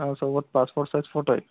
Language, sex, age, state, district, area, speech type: Marathi, male, 30-45, Maharashtra, Akola, rural, conversation